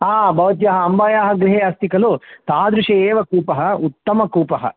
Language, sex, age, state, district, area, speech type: Sanskrit, male, 45-60, Tamil Nadu, Coimbatore, urban, conversation